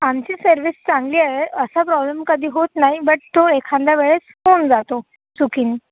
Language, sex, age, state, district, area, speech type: Marathi, female, 18-30, Maharashtra, Amravati, urban, conversation